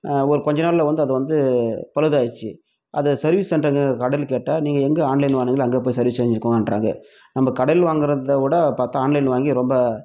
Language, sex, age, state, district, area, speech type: Tamil, male, 30-45, Tamil Nadu, Krishnagiri, rural, spontaneous